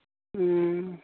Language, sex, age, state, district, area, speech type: Santali, male, 18-30, Jharkhand, Pakur, rural, conversation